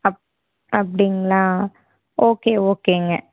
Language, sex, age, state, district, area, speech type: Tamil, female, 18-30, Tamil Nadu, Erode, rural, conversation